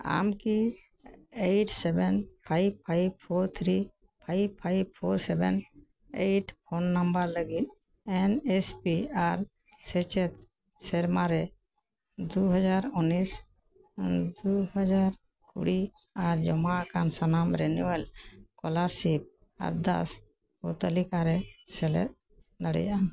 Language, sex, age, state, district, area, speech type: Santali, female, 60+, West Bengal, Bankura, rural, read